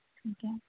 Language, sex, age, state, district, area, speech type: Punjabi, female, 18-30, Punjab, Hoshiarpur, urban, conversation